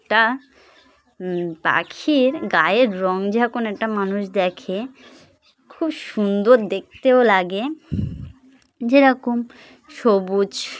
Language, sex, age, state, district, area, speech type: Bengali, female, 30-45, West Bengal, Dakshin Dinajpur, urban, spontaneous